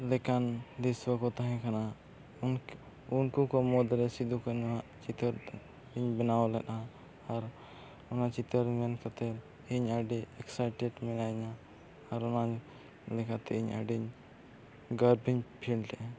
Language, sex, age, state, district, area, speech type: Santali, male, 18-30, Jharkhand, East Singhbhum, rural, spontaneous